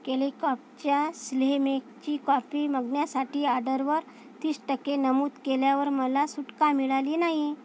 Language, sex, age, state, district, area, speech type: Marathi, female, 30-45, Maharashtra, Amravati, urban, read